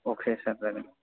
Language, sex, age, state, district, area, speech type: Bodo, male, 18-30, Assam, Chirang, urban, conversation